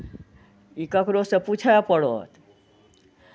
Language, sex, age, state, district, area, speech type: Maithili, female, 60+, Bihar, Araria, rural, spontaneous